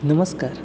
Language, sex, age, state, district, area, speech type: Marathi, male, 30-45, Maharashtra, Satara, urban, spontaneous